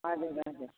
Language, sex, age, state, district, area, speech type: Nepali, female, 45-60, West Bengal, Jalpaiguri, urban, conversation